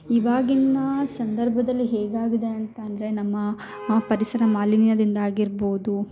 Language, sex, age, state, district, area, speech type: Kannada, female, 30-45, Karnataka, Hassan, rural, spontaneous